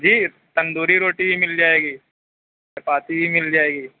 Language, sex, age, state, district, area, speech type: Urdu, male, 30-45, Uttar Pradesh, Mau, urban, conversation